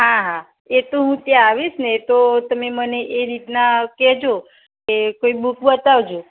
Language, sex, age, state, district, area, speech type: Gujarati, female, 45-60, Gujarat, Mehsana, rural, conversation